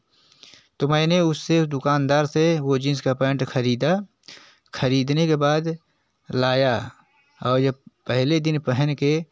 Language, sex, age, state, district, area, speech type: Hindi, male, 45-60, Uttar Pradesh, Jaunpur, rural, spontaneous